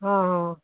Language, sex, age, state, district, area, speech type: Punjabi, female, 45-60, Punjab, Hoshiarpur, urban, conversation